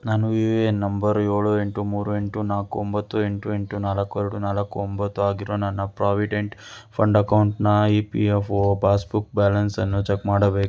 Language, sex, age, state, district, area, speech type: Kannada, male, 18-30, Karnataka, Tumkur, urban, read